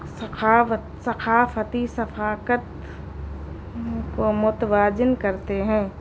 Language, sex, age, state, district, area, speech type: Urdu, female, 30-45, Delhi, New Delhi, urban, spontaneous